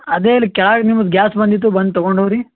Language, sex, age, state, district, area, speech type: Kannada, male, 18-30, Karnataka, Gulbarga, urban, conversation